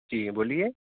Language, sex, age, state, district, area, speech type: Urdu, male, 30-45, Delhi, East Delhi, urban, conversation